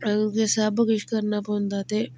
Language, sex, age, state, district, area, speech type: Dogri, female, 30-45, Jammu and Kashmir, Udhampur, rural, spontaneous